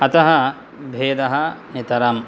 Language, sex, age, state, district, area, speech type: Sanskrit, male, 30-45, Karnataka, Shimoga, urban, spontaneous